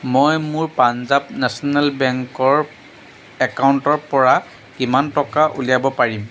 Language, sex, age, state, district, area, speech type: Assamese, male, 30-45, Assam, Jorhat, urban, read